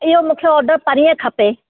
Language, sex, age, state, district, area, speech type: Sindhi, female, 30-45, Rajasthan, Ajmer, urban, conversation